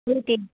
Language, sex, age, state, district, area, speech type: Kashmiri, female, 30-45, Jammu and Kashmir, Anantnag, rural, conversation